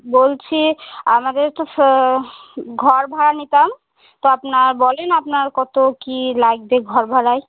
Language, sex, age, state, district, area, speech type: Bengali, female, 18-30, West Bengal, Murshidabad, urban, conversation